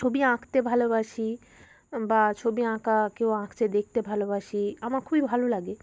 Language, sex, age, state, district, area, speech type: Bengali, female, 30-45, West Bengal, Birbhum, urban, spontaneous